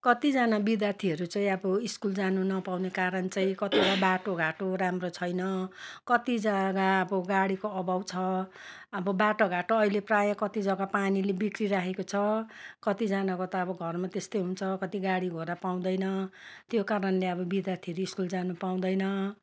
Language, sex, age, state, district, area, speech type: Nepali, female, 60+, West Bengal, Darjeeling, rural, spontaneous